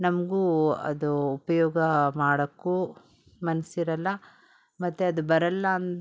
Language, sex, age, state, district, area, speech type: Kannada, female, 60+, Karnataka, Bangalore Urban, rural, spontaneous